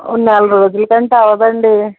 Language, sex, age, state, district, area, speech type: Telugu, female, 45-60, Andhra Pradesh, Eluru, rural, conversation